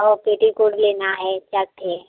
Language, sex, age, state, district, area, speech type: Hindi, female, 45-60, Uttar Pradesh, Prayagraj, rural, conversation